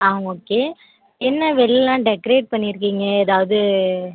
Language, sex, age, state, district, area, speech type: Tamil, female, 18-30, Tamil Nadu, Ariyalur, rural, conversation